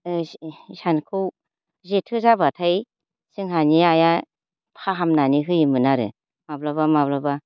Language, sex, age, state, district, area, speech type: Bodo, female, 45-60, Assam, Baksa, rural, spontaneous